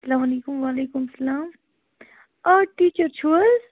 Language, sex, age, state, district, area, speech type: Kashmiri, female, 30-45, Jammu and Kashmir, Baramulla, rural, conversation